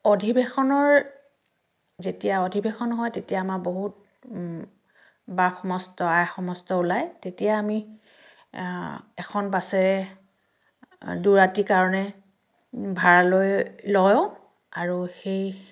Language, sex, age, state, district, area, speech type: Assamese, female, 60+, Assam, Dhemaji, urban, spontaneous